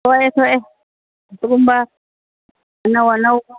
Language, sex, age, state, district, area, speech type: Manipuri, female, 60+, Manipur, Churachandpur, urban, conversation